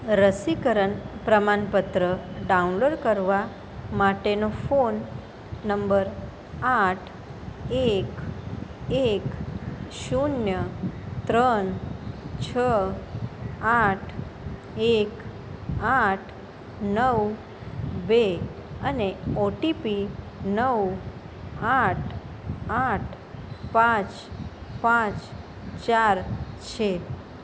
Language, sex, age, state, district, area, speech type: Gujarati, female, 30-45, Gujarat, Ahmedabad, urban, read